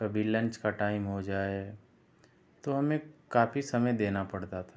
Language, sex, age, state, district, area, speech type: Hindi, male, 30-45, Uttar Pradesh, Ghazipur, urban, spontaneous